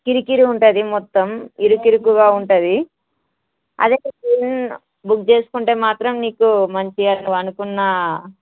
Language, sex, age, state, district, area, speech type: Telugu, female, 18-30, Telangana, Hyderabad, rural, conversation